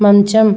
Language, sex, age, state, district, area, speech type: Telugu, female, 18-30, Andhra Pradesh, Konaseema, rural, read